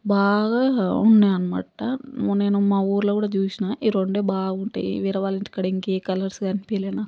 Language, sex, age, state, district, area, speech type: Telugu, female, 45-60, Telangana, Yadadri Bhuvanagiri, rural, spontaneous